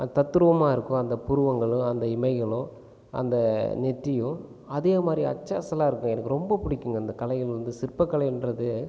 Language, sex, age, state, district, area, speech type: Tamil, male, 30-45, Tamil Nadu, Cuddalore, rural, spontaneous